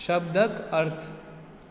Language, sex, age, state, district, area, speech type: Maithili, male, 30-45, Bihar, Supaul, urban, read